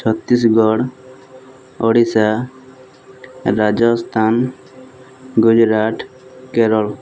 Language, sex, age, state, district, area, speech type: Odia, male, 18-30, Odisha, Boudh, rural, spontaneous